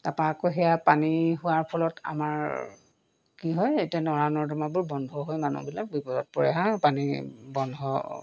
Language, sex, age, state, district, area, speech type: Assamese, female, 45-60, Assam, Golaghat, urban, spontaneous